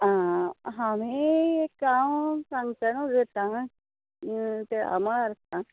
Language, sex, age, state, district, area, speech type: Goan Konkani, female, 45-60, Goa, Quepem, rural, conversation